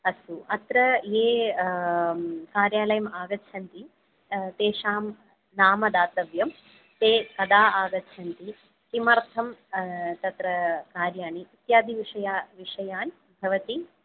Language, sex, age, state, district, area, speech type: Sanskrit, female, 30-45, Kerala, Ernakulam, urban, conversation